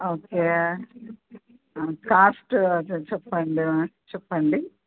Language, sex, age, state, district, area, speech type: Telugu, female, 60+, Andhra Pradesh, Anantapur, urban, conversation